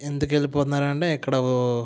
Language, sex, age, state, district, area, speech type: Telugu, male, 18-30, Andhra Pradesh, West Godavari, rural, spontaneous